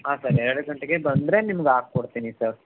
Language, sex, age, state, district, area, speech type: Kannada, male, 18-30, Karnataka, Chikkaballapur, urban, conversation